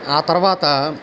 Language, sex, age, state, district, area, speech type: Telugu, male, 60+, Andhra Pradesh, Bapatla, urban, spontaneous